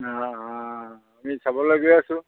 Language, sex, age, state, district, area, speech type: Assamese, male, 60+, Assam, Majuli, urban, conversation